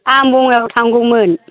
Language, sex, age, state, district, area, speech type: Bodo, female, 60+, Assam, Chirang, rural, conversation